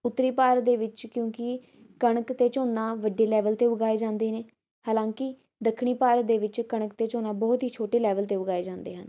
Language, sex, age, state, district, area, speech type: Punjabi, female, 18-30, Punjab, Patiala, rural, spontaneous